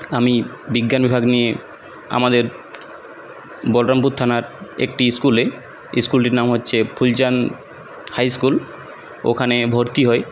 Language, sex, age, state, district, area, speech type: Bengali, male, 18-30, West Bengal, Purulia, urban, spontaneous